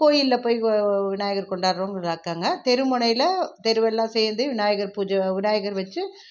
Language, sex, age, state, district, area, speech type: Tamil, female, 60+, Tamil Nadu, Krishnagiri, rural, spontaneous